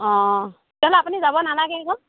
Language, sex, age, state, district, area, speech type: Assamese, female, 45-60, Assam, Dhemaji, urban, conversation